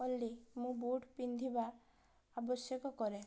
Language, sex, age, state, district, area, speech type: Odia, female, 18-30, Odisha, Balasore, rural, read